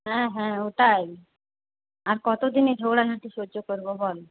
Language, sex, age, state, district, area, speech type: Bengali, female, 30-45, West Bengal, Purulia, urban, conversation